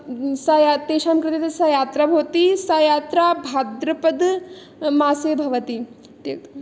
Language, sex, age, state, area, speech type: Sanskrit, female, 18-30, Rajasthan, urban, spontaneous